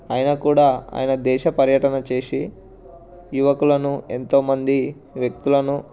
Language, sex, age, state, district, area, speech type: Telugu, male, 18-30, Telangana, Ranga Reddy, urban, spontaneous